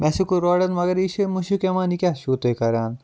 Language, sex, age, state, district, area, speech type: Kashmiri, male, 18-30, Jammu and Kashmir, Kupwara, rural, spontaneous